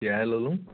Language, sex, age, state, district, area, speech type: Assamese, male, 30-45, Assam, Charaideo, urban, conversation